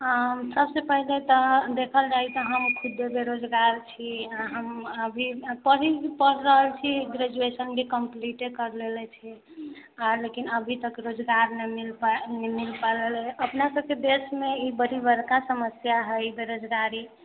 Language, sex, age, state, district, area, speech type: Maithili, female, 18-30, Bihar, Sitamarhi, urban, conversation